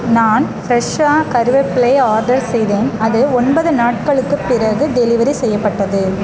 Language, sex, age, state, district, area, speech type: Tamil, female, 30-45, Tamil Nadu, Pudukkottai, rural, read